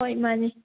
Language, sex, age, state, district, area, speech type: Manipuri, female, 18-30, Manipur, Thoubal, rural, conversation